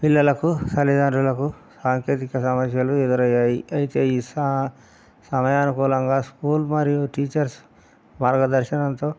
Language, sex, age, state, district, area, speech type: Telugu, male, 60+, Telangana, Hanamkonda, rural, spontaneous